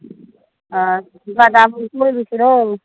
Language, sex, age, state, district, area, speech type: Manipuri, female, 60+, Manipur, Tengnoupal, rural, conversation